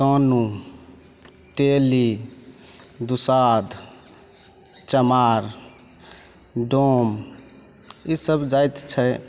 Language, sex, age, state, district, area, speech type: Maithili, male, 30-45, Bihar, Begusarai, rural, spontaneous